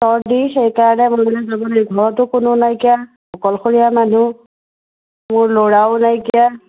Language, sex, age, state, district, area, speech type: Assamese, female, 30-45, Assam, Biswanath, rural, conversation